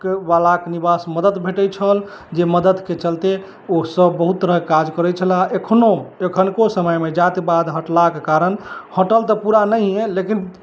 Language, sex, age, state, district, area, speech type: Maithili, male, 30-45, Bihar, Madhubani, rural, spontaneous